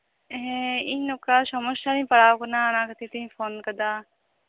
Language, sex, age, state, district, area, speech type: Santali, female, 18-30, West Bengal, Birbhum, rural, conversation